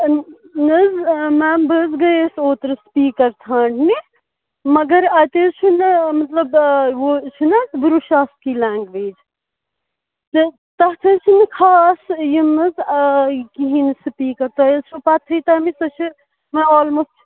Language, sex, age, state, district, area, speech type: Kashmiri, female, 18-30, Jammu and Kashmir, Srinagar, rural, conversation